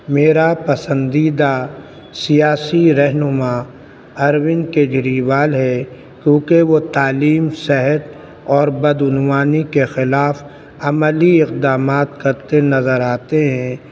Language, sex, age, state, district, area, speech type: Urdu, male, 60+, Delhi, Central Delhi, urban, spontaneous